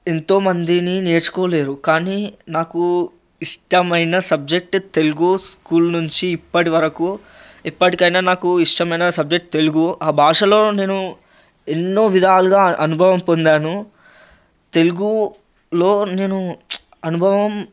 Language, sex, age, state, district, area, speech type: Telugu, male, 18-30, Telangana, Ranga Reddy, urban, spontaneous